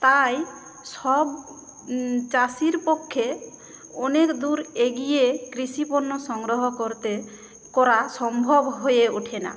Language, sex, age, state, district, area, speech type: Bengali, female, 30-45, West Bengal, Jhargram, rural, spontaneous